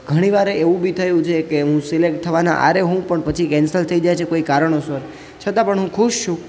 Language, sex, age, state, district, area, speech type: Gujarati, male, 18-30, Gujarat, Junagadh, urban, spontaneous